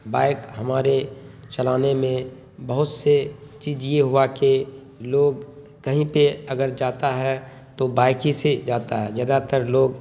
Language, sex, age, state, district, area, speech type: Urdu, male, 30-45, Bihar, Khagaria, rural, spontaneous